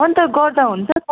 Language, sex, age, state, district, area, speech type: Nepali, female, 18-30, West Bengal, Darjeeling, rural, conversation